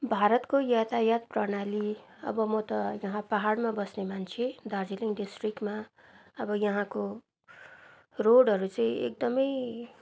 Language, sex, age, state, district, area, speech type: Nepali, female, 30-45, West Bengal, Darjeeling, rural, spontaneous